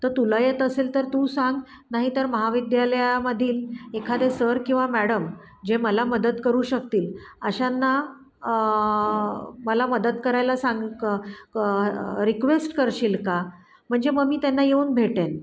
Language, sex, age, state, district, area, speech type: Marathi, female, 45-60, Maharashtra, Pune, urban, spontaneous